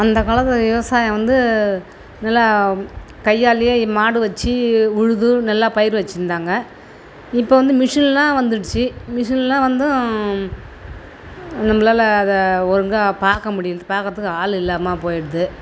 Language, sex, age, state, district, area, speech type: Tamil, female, 60+, Tamil Nadu, Tiruvannamalai, rural, spontaneous